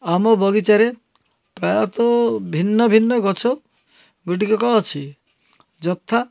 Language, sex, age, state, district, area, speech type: Odia, male, 60+, Odisha, Kalahandi, rural, spontaneous